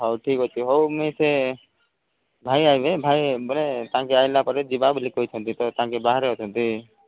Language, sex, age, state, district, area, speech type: Odia, male, 30-45, Odisha, Koraput, urban, conversation